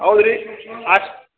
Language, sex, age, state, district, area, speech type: Kannada, male, 30-45, Karnataka, Belgaum, rural, conversation